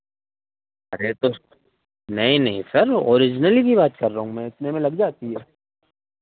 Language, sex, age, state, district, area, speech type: Hindi, male, 18-30, Madhya Pradesh, Seoni, urban, conversation